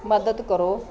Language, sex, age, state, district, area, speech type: Punjabi, female, 30-45, Punjab, Pathankot, rural, read